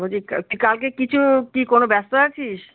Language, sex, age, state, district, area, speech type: Bengali, female, 45-60, West Bengal, Kolkata, urban, conversation